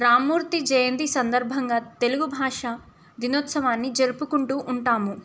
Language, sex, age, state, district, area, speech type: Telugu, female, 18-30, Telangana, Ranga Reddy, urban, spontaneous